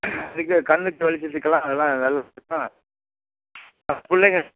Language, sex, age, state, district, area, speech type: Tamil, male, 60+, Tamil Nadu, Kallakurichi, urban, conversation